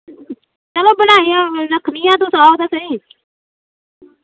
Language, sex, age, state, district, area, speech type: Dogri, female, 45-60, Jammu and Kashmir, Samba, rural, conversation